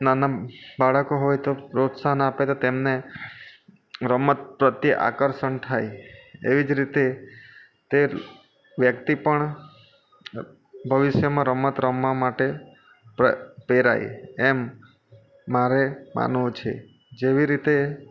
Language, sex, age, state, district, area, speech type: Gujarati, male, 30-45, Gujarat, Surat, urban, spontaneous